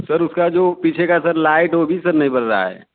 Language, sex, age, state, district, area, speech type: Hindi, male, 18-30, Uttar Pradesh, Azamgarh, rural, conversation